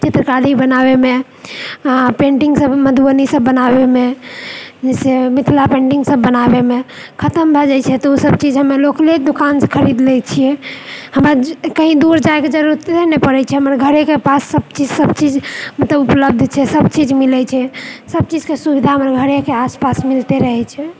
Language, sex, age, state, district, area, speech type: Maithili, female, 30-45, Bihar, Purnia, rural, spontaneous